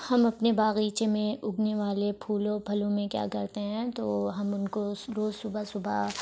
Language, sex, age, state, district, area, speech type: Urdu, female, 30-45, Uttar Pradesh, Lucknow, urban, spontaneous